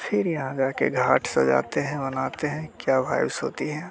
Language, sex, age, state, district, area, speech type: Hindi, male, 18-30, Bihar, Muzaffarpur, rural, spontaneous